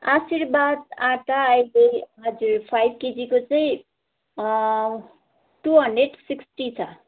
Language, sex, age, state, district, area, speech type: Nepali, female, 30-45, West Bengal, Jalpaiguri, urban, conversation